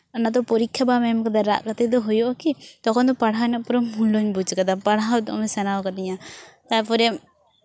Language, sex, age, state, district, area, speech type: Santali, female, 18-30, West Bengal, Purba Bardhaman, rural, spontaneous